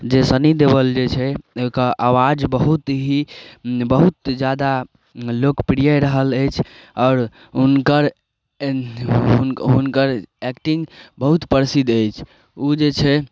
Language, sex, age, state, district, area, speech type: Maithili, male, 18-30, Bihar, Darbhanga, rural, spontaneous